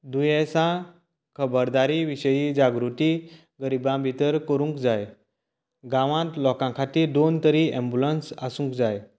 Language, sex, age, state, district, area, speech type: Goan Konkani, male, 30-45, Goa, Canacona, rural, spontaneous